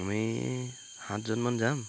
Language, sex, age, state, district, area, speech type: Assamese, male, 45-60, Assam, Tinsukia, rural, spontaneous